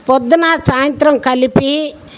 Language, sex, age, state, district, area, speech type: Telugu, female, 60+, Andhra Pradesh, Guntur, rural, spontaneous